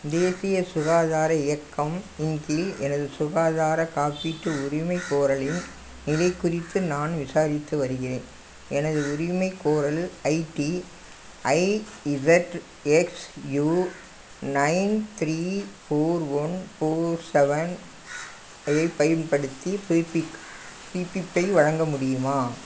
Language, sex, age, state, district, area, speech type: Tamil, female, 60+, Tamil Nadu, Thanjavur, urban, read